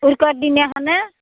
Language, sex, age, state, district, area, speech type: Assamese, female, 60+, Assam, Darrang, rural, conversation